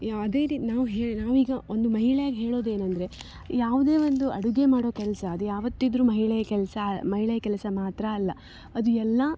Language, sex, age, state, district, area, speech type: Kannada, female, 18-30, Karnataka, Dakshina Kannada, rural, spontaneous